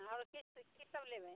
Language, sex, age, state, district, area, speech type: Maithili, female, 30-45, Bihar, Muzaffarpur, rural, conversation